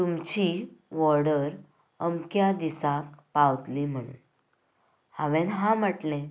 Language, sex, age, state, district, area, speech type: Goan Konkani, female, 18-30, Goa, Canacona, rural, spontaneous